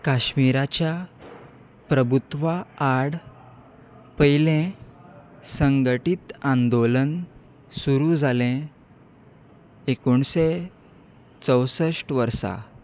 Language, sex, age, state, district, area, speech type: Goan Konkani, male, 18-30, Goa, Salcete, rural, read